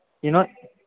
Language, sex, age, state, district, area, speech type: Kannada, male, 30-45, Karnataka, Belgaum, rural, conversation